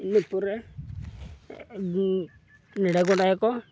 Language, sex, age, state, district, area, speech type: Santali, male, 18-30, Jharkhand, Seraikela Kharsawan, rural, spontaneous